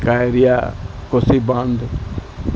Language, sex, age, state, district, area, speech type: Urdu, male, 60+, Bihar, Supaul, rural, spontaneous